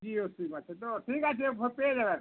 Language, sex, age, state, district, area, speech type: Bengali, male, 45-60, West Bengal, Uttar Dinajpur, rural, conversation